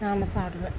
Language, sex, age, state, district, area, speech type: Tamil, female, 30-45, Tamil Nadu, Tiruvannamalai, rural, spontaneous